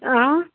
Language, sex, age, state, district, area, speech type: Goan Konkani, female, 45-60, Goa, Murmgao, urban, conversation